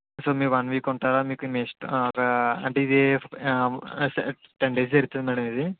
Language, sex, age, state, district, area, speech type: Telugu, male, 45-60, Andhra Pradesh, Kakinada, rural, conversation